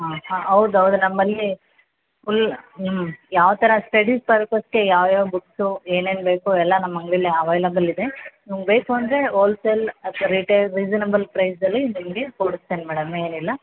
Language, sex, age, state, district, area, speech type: Kannada, female, 18-30, Karnataka, Chamarajanagar, rural, conversation